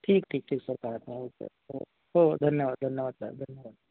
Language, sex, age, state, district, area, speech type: Marathi, male, 18-30, Maharashtra, Akola, rural, conversation